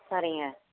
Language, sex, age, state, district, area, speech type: Tamil, female, 60+, Tamil Nadu, Namakkal, rural, conversation